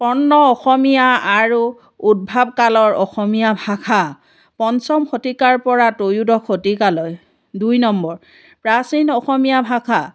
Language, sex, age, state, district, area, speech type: Assamese, female, 60+, Assam, Biswanath, rural, spontaneous